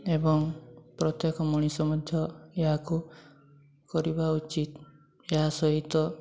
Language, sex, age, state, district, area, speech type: Odia, male, 18-30, Odisha, Mayurbhanj, rural, spontaneous